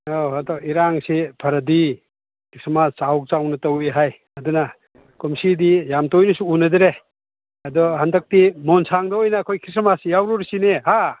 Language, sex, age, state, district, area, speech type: Manipuri, male, 60+, Manipur, Chandel, rural, conversation